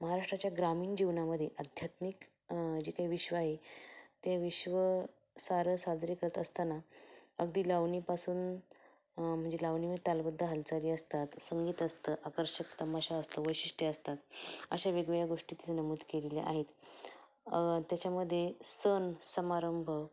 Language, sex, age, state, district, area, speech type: Marathi, female, 30-45, Maharashtra, Ahmednagar, rural, spontaneous